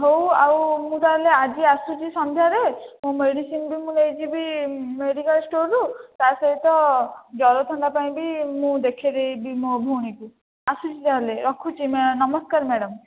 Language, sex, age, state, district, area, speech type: Odia, female, 18-30, Odisha, Jajpur, rural, conversation